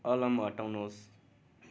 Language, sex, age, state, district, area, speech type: Nepali, male, 18-30, West Bengal, Darjeeling, rural, read